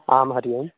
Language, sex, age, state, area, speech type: Sanskrit, male, 18-30, Bihar, rural, conversation